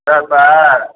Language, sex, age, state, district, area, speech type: Tamil, female, 30-45, Tamil Nadu, Tiruvarur, urban, conversation